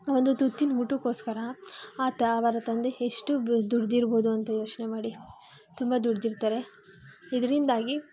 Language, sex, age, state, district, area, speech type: Kannada, female, 45-60, Karnataka, Chikkaballapur, rural, spontaneous